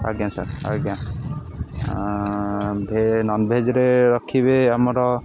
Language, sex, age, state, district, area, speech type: Odia, male, 18-30, Odisha, Jagatsinghpur, rural, spontaneous